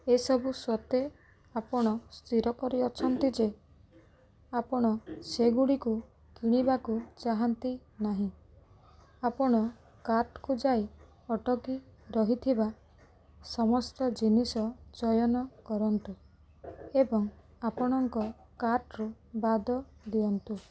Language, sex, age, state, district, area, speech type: Odia, female, 18-30, Odisha, Rayagada, rural, spontaneous